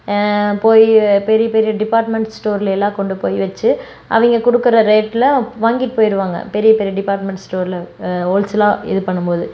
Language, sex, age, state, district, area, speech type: Tamil, female, 18-30, Tamil Nadu, Namakkal, rural, spontaneous